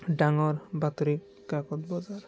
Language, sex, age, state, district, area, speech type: Assamese, male, 30-45, Assam, Biswanath, rural, spontaneous